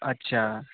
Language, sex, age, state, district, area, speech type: Assamese, male, 18-30, Assam, Tinsukia, urban, conversation